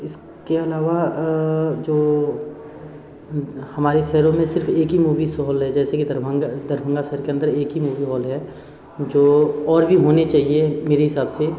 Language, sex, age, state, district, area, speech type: Hindi, male, 30-45, Bihar, Darbhanga, rural, spontaneous